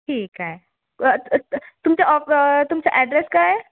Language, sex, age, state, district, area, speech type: Marathi, female, 18-30, Maharashtra, Nagpur, urban, conversation